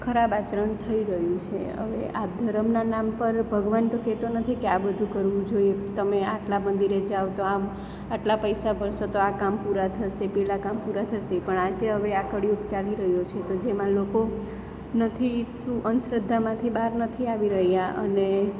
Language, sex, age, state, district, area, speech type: Gujarati, female, 30-45, Gujarat, Surat, urban, spontaneous